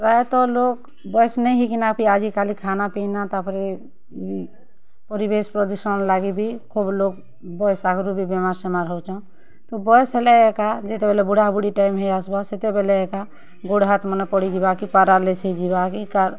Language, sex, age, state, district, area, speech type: Odia, female, 30-45, Odisha, Kalahandi, rural, spontaneous